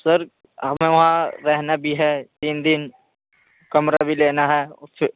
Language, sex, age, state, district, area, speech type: Urdu, male, 18-30, Uttar Pradesh, Saharanpur, urban, conversation